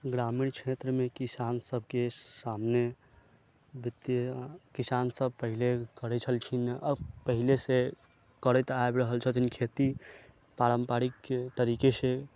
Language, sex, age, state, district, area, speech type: Maithili, male, 30-45, Bihar, Sitamarhi, rural, spontaneous